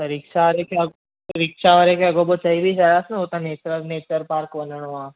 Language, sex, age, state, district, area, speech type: Sindhi, male, 18-30, Gujarat, Surat, urban, conversation